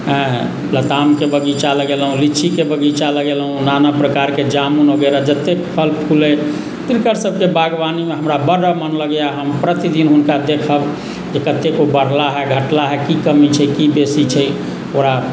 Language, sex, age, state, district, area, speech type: Maithili, male, 45-60, Bihar, Sitamarhi, urban, spontaneous